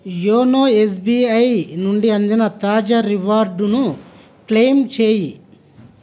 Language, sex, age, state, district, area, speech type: Telugu, male, 30-45, Telangana, Hyderabad, rural, read